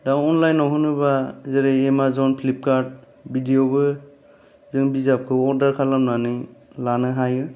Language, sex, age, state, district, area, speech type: Bodo, male, 30-45, Assam, Kokrajhar, urban, spontaneous